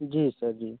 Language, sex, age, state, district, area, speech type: Hindi, male, 30-45, Uttar Pradesh, Mirzapur, rural, conversation